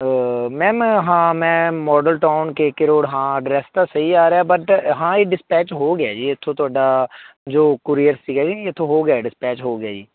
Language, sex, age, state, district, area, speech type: Punjabi, male, 18-30, Punjab, Muktsar, rural, conversation